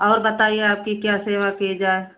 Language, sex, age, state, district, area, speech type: Hindi, female, 60+, Uttar Pradesh, Ayodhya, rural, conversation